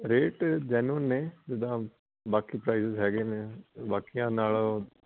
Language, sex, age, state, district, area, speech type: Punjabi, male, 18-30, Punjab, Hoshiarpur, urban, conversation